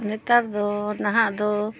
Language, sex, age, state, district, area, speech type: Santali, female, 45-60, Jharkhand, Bokaro, rural, spontaneous